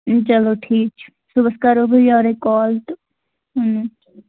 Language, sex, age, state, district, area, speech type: Kashmiri, female, 18-30, Jammu and Kashmir, Budgam, rural, conversation